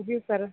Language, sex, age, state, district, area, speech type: Hindi, female, 30-45, Uttar Pradesh, Sonbhadra, rural, conversation